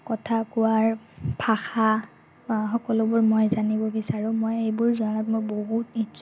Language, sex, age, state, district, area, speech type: Assamese, female, 30-45, Assam, Morigaon, rural, spontaneous